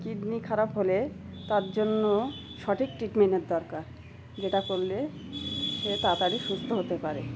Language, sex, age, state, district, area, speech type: Bengali, female, 45-60, West Bengal, Uttar Dinajpur, urban, spontaneous